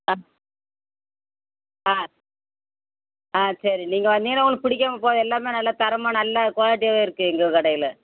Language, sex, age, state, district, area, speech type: Tamil, female, 45-60, Tamil Nadu, Thoothukudi, rural, conversation